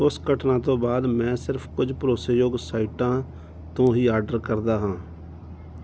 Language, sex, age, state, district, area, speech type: Punjabi, male, 45-60, Punjab, Bathinda, urban, read